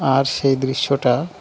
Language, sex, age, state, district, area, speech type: Bengali, male, 30-45, West Bengal, Dakshin Dinajpur, urban, spontaneous